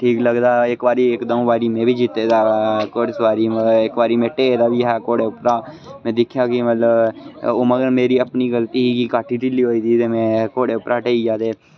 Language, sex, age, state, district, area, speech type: Dogri, male, 18-30, Jammu and Kashmir, Udhampur, rural, spontaneous